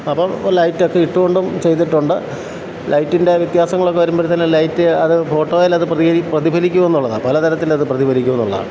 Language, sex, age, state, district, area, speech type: Malayalam, male, 45-60, Kerala, Kottayam, urban, spontaneous